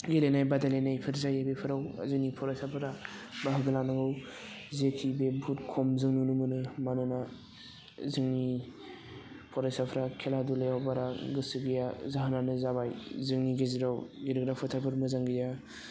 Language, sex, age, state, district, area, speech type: Bodo, male, 18-30, Assam, Udalguri, urban, spontaneous